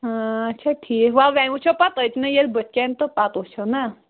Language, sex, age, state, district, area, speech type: Kashmiri, female, 30-45, Jammu and Kashmir, Kulgam, rural, conversation